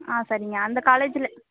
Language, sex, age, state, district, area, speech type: Tamil, female, 18-30, Tamil Nadu, Karur, rural, conversation